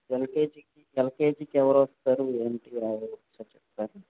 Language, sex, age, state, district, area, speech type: Telugu, male, 60+, Andhra Pradesh, Vizianagaram, rural, conversation